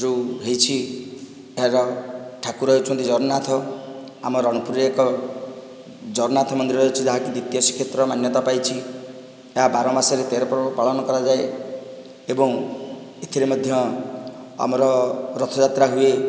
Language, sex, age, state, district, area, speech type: Odia, male, 45-60, Odisha, Nayagarh, rural, spontaneous